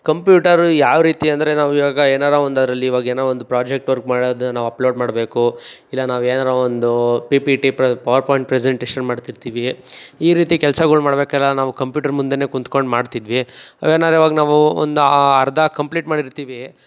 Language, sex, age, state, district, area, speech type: Kannada, male, 30-45, Karnataka, Chikkaballapur, urban, spontaneous